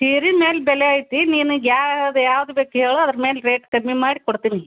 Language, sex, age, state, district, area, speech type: Kannada, female, 45-60, Karnataka, Gadag, rural, conversation